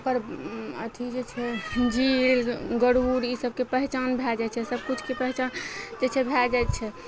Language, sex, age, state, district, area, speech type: Maithili, female, 30-45, Bihar, Araria, rural, spontaneous